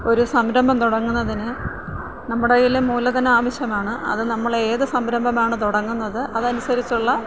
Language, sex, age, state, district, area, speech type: Malayalam, female, 60+, Kerala, Thiruvananthapuram, rural, spontaneous